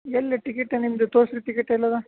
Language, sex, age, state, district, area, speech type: Kannada, male, 45-60, Karnataka, Belgaum, rural, conversation